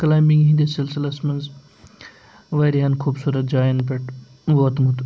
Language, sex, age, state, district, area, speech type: Kashmiri, male, 18-30, Jammu and Kashmir, Srinagar, urban, spontaneous